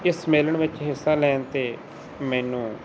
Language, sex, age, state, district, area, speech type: Punjabi, male, 30-45, Punjab, Fazilka, rural, spontaneous